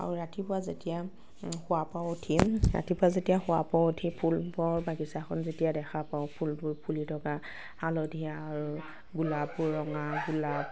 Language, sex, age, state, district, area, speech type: Assamese, female, 30-45, Assam, Nagaon, rural, spontaneous